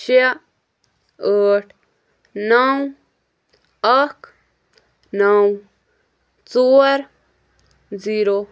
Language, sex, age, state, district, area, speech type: Kashmiri, female, 18-30, Jammu and Kashmir, Bandipora, rural, read